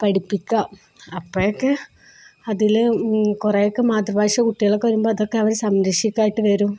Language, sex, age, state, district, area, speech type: Malayalam, female, 30-45, Kerala, Kozhikode, rural, spontaneous